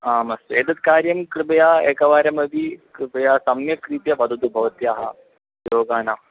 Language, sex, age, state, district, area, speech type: Sanskrit, male, 30-45, Kerala, Ernakulam, rural, conversation